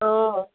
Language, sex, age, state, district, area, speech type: Assamese, female, 30-45, Assam, Lakhimpur, rural, conversation